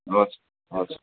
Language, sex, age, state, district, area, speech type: Nepali, male, 18-30, West Bengal, Darjeeling, rural, conversation